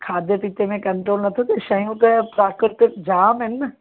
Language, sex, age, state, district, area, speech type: Sindhi, female, 45-60, Maharashtra, Thane, urban, conversation